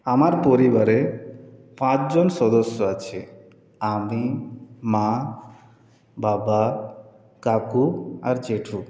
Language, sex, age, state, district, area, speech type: Bengali, male, 18-30, West Bengal, Purulia, urban, spontaneous